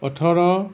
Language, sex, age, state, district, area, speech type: Assamese, male, 45-60, Assam, Nalbari, rural, spontaneous